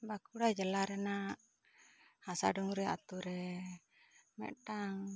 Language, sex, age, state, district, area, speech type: Santali, female, 45-60, West Bengal, Bankura, rural, spontaneous